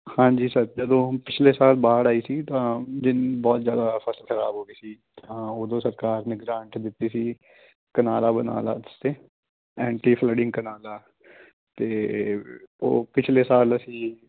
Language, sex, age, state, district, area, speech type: Punjabi, male, 18-30, Punjab, Fazilka, rural, conversation